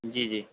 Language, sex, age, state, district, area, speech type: Urdu, male, 18-30, Uttar Pradesh, Saharanpur, urban, conversation